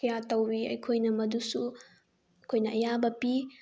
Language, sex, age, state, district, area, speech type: Manipuri, female, 18-30, Manipur, Bishnupur, rural, spontaneous